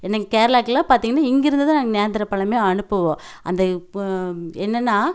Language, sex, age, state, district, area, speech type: Tamil, female, 45-60, Tamil Nadu, Coimbatore, rural, spontaneous